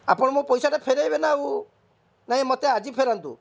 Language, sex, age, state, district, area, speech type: Odia, male, 45-60, Odisha, Cuttack, urban, spontaneous